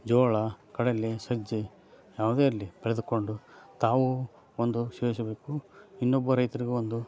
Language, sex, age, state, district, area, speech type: Kannada, male, 30-45, Karnataka, Koppal, rural, spontaneous